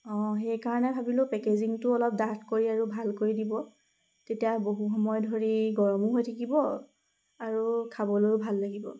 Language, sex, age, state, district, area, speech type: Assamese, female, 18-30, Assam, Golaghat, urban, spontaneous